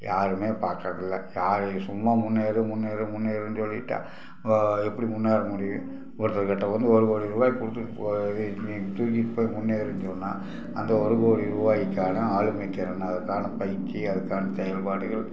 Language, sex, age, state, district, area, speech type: Tamil, male, 60+, Tamil Nadu, Tiruppur, rural, spontaneous